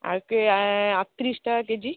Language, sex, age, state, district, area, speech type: Bengali, female, 18-30, West Bengal, Alipurduar, rural, conversation